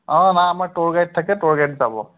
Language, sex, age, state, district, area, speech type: Assamese, male, 30-45, Assam, Biswanath, rural, conversation